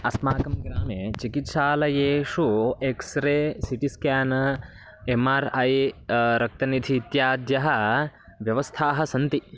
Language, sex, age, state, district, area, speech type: Sanskrit, male, 18-30, Karnataka, Bagalkot, rural, spontaneous